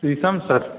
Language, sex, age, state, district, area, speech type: Hindi, male, 18-30, Uttar Pradesh, Mirzapur, rural, conversation